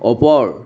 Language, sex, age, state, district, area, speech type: Assamese, male, 60+, Assam, Kamrup Metropolitan, urban, read